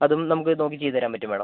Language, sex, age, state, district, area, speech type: Malayalam, female, 18-30, Kerala, Wayanad, rural, conversation